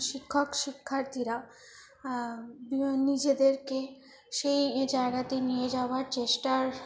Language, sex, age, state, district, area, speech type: Bengali, female, 18-30, West Bengal, Purulia, urban, spontaneous